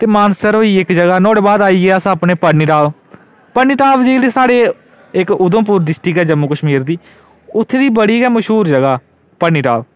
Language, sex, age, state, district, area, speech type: Dogri, male, 18-30, Jammu and Kashmir, Udhampur, urban, spontaneous